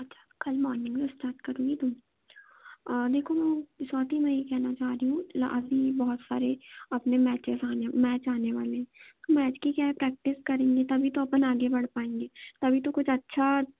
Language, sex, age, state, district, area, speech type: Hindi, female, 18-30, Madhya Pradesh, Chhindwara, urban, conversation